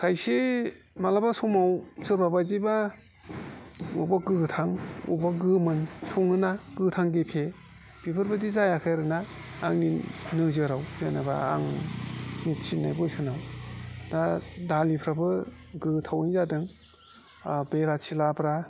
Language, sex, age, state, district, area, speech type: Bodo, male, 45-60, Assam, Udalguri, rural, spontaneous